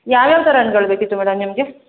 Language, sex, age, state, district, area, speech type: Kannada, female, 30-45, Karnataka, Mandya, rural, conversation